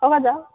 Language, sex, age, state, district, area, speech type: Bengali, female, 18-30, West Bengal, Darjeeling, urban, conversation